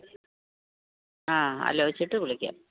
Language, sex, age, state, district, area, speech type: Malayalam, female, 45-60, Kerala, Pathanamthitta, rural, conversation